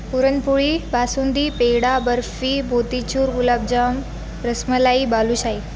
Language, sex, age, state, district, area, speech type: Marathi, female, 18-30, Maharashtra, Nanded, rural, spontaneous